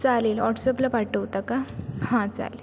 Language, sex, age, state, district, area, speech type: Marathi, female, 18-30, Maharashtra, Sindhudurg, rural, spontaneous